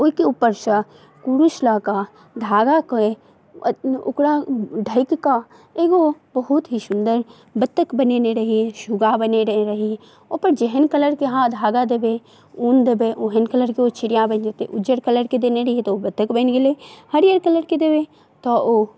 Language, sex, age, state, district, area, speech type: Maithili, female, 30-45, Bihar, Madhubani, rural, spontaneous